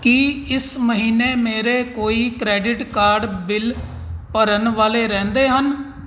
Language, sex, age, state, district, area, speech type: Punjabi, male, 45-60, Punjab, Kapurthala, urban, read